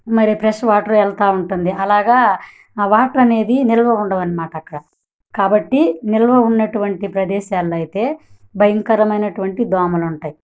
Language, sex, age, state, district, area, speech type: Telugu, female, 30-45, Andhra Pradesh, Kadapa, urban, spontaneous